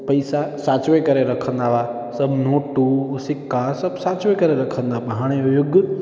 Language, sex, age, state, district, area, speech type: Sindhi, male, 18-30, Gujarat, Junagadh, rural, spontaneous